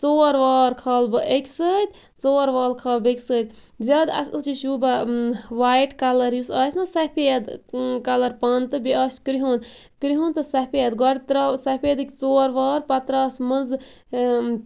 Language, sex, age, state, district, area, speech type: Kashmiri, female, 30-45, Jammu and Kashmir, Bandipora, rural, spontaneous